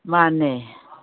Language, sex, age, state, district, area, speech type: Manipuri, female, 60+, Manipur, Kangpokpi, urban, conversation